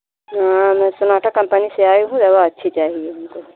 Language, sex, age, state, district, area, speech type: Hindi, female, 60+, Uttar Pradesh, Pratapgarh, rural, conversation